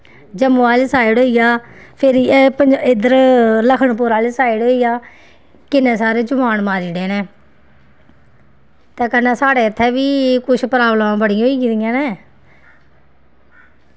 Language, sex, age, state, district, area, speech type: Dogri, female, 30-45, Jammu and Kashmir, Kathua, rural, spontaneous